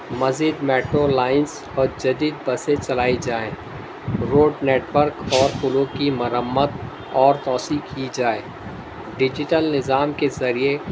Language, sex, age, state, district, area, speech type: Urdu, male, 60+, Delhi, Central Delhi, urban, spontaneous